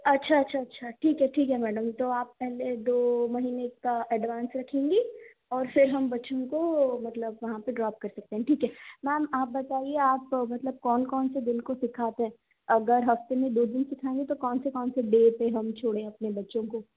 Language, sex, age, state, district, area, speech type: Hindi, female, 18-30, Madhya Pradesh, Seoni, urban, conversation